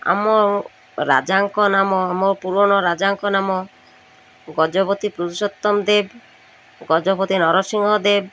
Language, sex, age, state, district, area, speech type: Odia, female, 45-60, Odisha, Malkangiri, urban, spontaneous